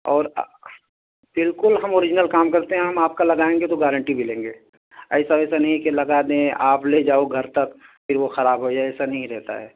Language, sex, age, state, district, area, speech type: Urdu, male, 18-30, Uttar Pradesh, Siddharthnagar, rural, conversation